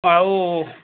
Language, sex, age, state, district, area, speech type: Odia, male, 45-60, Odisha, Kendujhar, urban, conversation